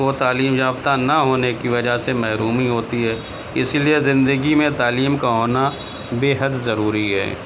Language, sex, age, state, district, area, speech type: Urdu, male, 60+, Uttar Pradesh, Shahjahanpur, rural, spontaneous